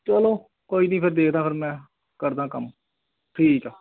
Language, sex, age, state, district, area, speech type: Punjabi, male, 30-45, Punjab, Gurdaspur, rural, conversation